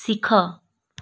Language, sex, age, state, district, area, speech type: Odia, female, 30-45, Odisha, Malkangiri, urban, read